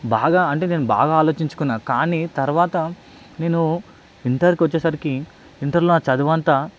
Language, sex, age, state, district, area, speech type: Telugu, male, 18-30, Telangana, Hyderabad, urban, spontaneous